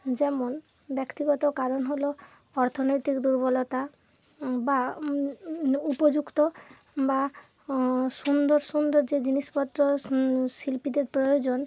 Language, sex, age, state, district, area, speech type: Bengali, female, 30-45, West Bengal, Hooghly, urban, spontaneous